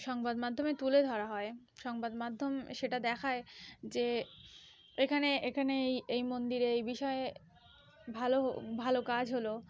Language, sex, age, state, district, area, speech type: Bengali, female, 18-30, West Bengal, Cooch Behar, urban, spontaneous